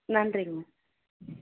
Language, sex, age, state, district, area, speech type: Tamil, female, 18-30, Tamil Nadu, Vellore, urban, conversation